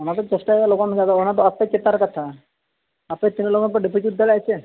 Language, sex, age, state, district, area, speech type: Santali, male, 45-60, Odisha, Mayurbhanj, rural, conversation